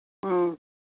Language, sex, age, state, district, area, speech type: Manipuri, female, 60+, Manipur, Churachandpur, rural, conversation